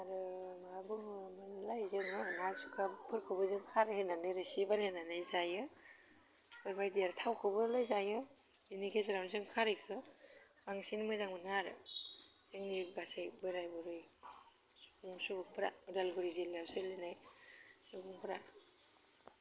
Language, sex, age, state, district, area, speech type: Bodo, female, 30-45, Assam, Udalguri, urban, spontaneous